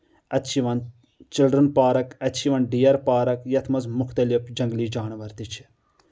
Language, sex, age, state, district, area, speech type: Kashmiri, male, 30-45, Jammu and Kashmir, Anantnag, rural, spontaneous